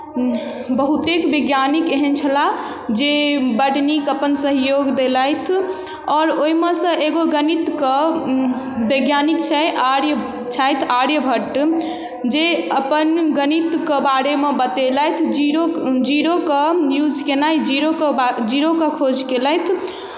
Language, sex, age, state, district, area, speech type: Maithili, female, 18-30, Bihar, Darbhanga, rural, spontaneous